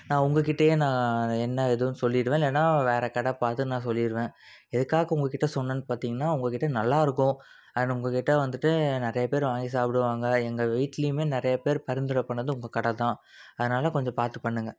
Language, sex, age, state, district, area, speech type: Tamil, male, 18-30, Tamil Nadu, Salem, urban, spontaneous